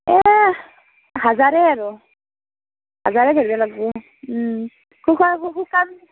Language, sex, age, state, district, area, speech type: Assamese, female, 30-45, Assam, Darrang, rural, conversation